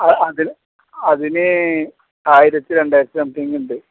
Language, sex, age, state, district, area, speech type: Malayalam, male, 18-30, Kerala, Malappuram, urban, conversation